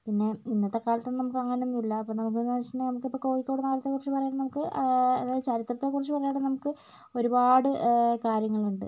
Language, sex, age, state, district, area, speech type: Malayalam, male, 45-60, Kerala, Kozhikode, urban, spontaneous